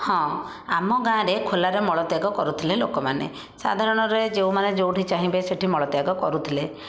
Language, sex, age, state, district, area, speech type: Odia, female, 60+, Odisha, Bhadrak, rural, spontaneous